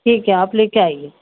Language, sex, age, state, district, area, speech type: Urdu, female, 30-45, Uttar Pradesh, Muzaffarnagar, urban, conversation